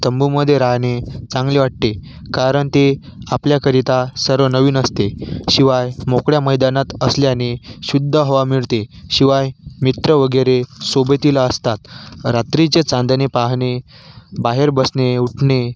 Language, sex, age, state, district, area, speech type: Marathi, male, 18-30, Maharashtra, Washim, rural, spontaneous